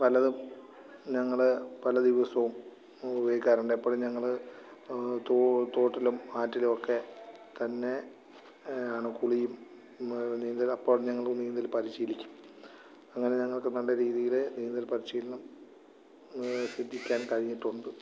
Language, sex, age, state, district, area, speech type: Malayalam, male, 45-60, Kerala, Alappuzha, rural, spontaneous